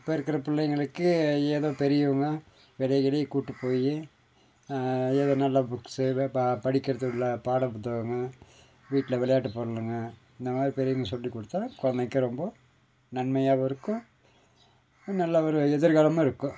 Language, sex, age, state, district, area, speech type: Tamil, male, 45-60, Tamil Nadu, Nilgiris, rural, spontaneous